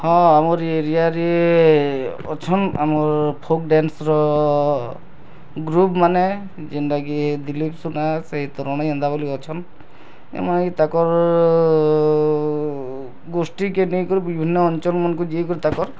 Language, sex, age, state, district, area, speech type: Odia, male, 30-45, Odisha, Bargarh, rural, spontaneous